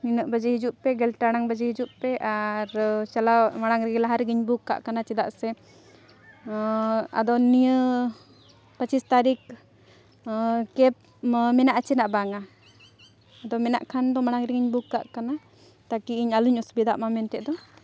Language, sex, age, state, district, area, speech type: Santali, female, 18-30, Jharkhand, Seraikela Kharsawan, rural, spontaneous